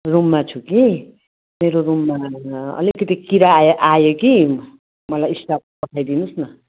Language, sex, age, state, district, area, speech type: Nepali, female, 60+, West Bengal, Jalpaiguri, rural, conversation